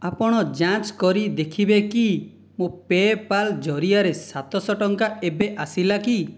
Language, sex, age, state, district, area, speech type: Odia, male, 18-30, Odisha, Dhenkanal, rural, read